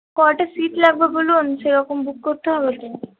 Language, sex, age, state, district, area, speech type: Bengali, female, 18-30, West Bengal, Purba Bardhaman, urban, conversation